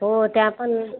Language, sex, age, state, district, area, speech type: Marathi, female, 18-30, Maharashtra, Buldhana, rural, conversation